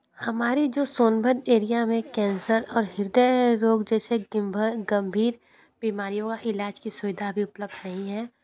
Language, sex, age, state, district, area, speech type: Hindi, female, 18-30, Uttar Pradesh, Sonbhadra, rural, spontaneous